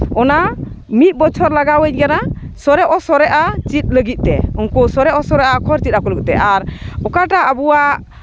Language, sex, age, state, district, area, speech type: Santali, female, 45-60, West Bengal, Malda, rural, spontaneous